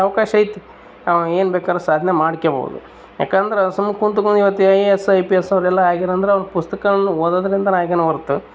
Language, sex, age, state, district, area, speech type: Kannada, male, 30-45, Karnataka, Vijayanagara, rural, spontaneous